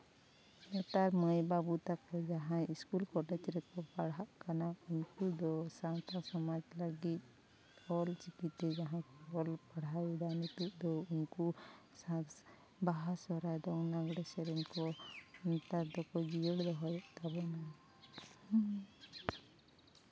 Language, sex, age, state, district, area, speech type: Santali, female, 30-45, West Bengal, Jhargram, rural, spontaneous